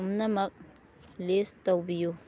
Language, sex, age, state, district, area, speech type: Manipuri, female, 30-45, Manipur, Kangpokpi, urban, read